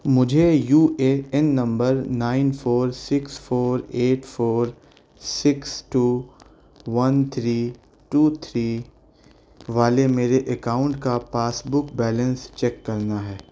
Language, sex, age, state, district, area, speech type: Urdu, male, 18-30, Delhi, South Delhi, urban, read